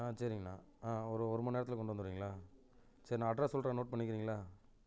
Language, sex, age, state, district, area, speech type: Tamil, male, 30-45, Tamil Nadu, Namakkal, rural, spontaneous